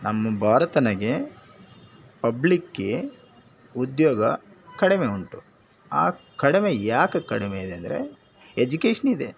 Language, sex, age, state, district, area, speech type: Kannada, male, 60+, Karnataka, Bangalore Rural, rural, spontaneous